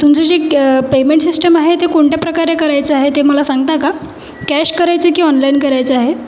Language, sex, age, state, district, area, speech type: Marathi, female, 30-45, Maharashtra, Nagpur, urban, spontaneous